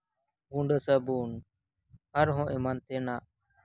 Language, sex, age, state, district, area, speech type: Santali, male, 18-30, West Bengal, Birbhum, rural, spontaneous